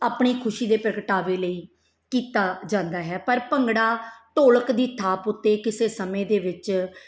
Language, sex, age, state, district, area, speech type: Punjabi, female, 45-60, Punjab, Mansa, urban, spontaneous